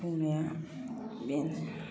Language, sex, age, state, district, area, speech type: Bodo, female, 45-60, Assam, Kokrajhar, urban, spontaneous